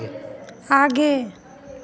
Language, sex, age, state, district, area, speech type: Hindi, female, 60+, Bihar, Madhepura, rural, read